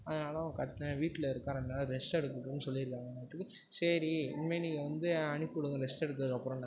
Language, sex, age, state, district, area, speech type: Tamil, male, 18-30, Tamil Nadu, Tiruvarur, rural, spontaneous